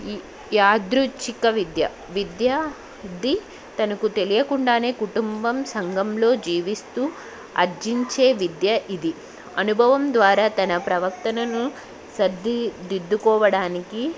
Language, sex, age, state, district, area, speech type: Telugu, female, 18-30, Telangana, Hyderabad, urban, spontaneous